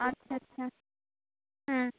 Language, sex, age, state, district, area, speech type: Bengali, female, 30-45, West Bengal, Nadia, rural, conversation